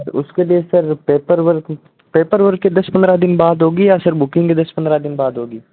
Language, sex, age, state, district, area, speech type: Hindi, male, 18-30, Rajasthan, Nagaur, rural, conversation